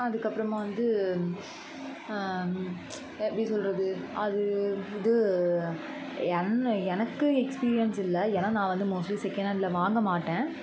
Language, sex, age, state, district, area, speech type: Tamil, female, 18-30, Tamil Nadu, Chennai, urban, spontaneous